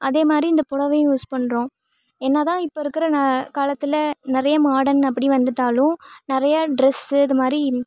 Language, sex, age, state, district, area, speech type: Tamil, female, 18-30, Tamil Nadu, Thanjavur, rural, spontaneous